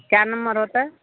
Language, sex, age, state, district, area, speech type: Maithili, female, 45-60, Bihar, Madhepura, rural, conversation